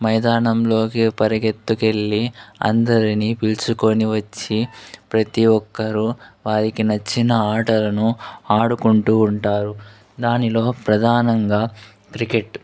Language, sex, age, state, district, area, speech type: Telugu, male, 45-60, Andhra Pradesh, Chittoor, urban, spontaneous